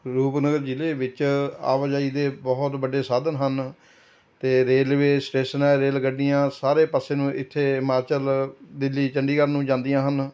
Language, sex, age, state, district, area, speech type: Punjabi, male, 60+, Punjab, Rupnagar, rural, spontaneous